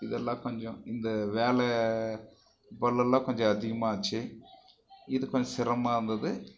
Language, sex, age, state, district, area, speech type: Tamil, male, 45-60, Tamil Nadu, Krishnagiri, rural, spontaneous